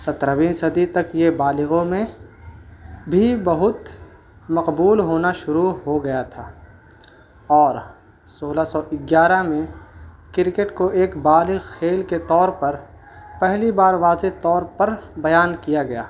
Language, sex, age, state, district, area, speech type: Urdu, male, 18-30, Bihar, Gaya, urban, spontaneous